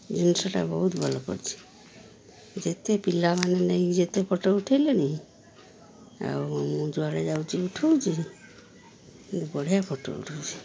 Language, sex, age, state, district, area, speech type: Odia, female, 60+, Odisha, Jagatsinghpur, rural, spontaneous